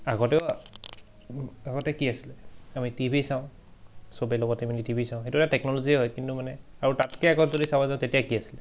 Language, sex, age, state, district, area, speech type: Assamese, male, 18-30, Assam, Charaideo, urban, spontaneous